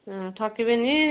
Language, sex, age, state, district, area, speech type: Odia, female, 30-45, Odisha, Kendujhar, urban, conversation